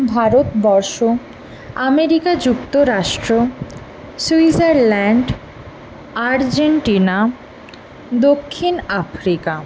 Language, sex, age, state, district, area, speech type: Bengali, female, 18-30, West Bengal, Purulia, urban, spontaneous